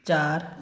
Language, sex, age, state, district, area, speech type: Punjabi, female, 30-45, Punjab, Tarn Taran, urban, read